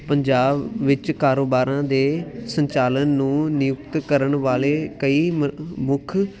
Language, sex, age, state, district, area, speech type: Punjabi, male, 18-30, Punjab, Ludhiana, urban, spontaneous